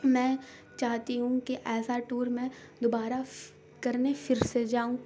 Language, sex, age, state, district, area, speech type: Urdu, female, 18-30, Bihar, Gaya, urban, spontaneous